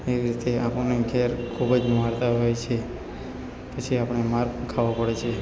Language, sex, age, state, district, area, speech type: Gujarati, male, 30-45, Gujarat, Narmada, rural, spontaneous